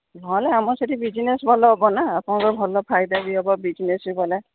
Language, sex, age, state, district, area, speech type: Odia, female, 60+, Odisha, Gajapati, rural, conversation